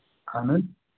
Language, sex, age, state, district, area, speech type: Kashmiri, male, 18-30, Jammu and Kashmir, Ganderbal, rural, conversation